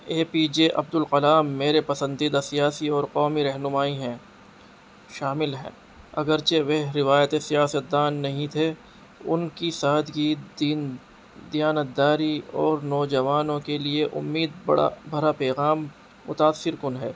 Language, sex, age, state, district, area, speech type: Urdu, male, 45-60, Uttar Pradesh, Muzaffarnagar, urban, spontaneous